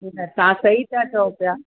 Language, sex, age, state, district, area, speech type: Sindhi, female, 60+, Uttar Pradesh, Lucknow, rural, conversation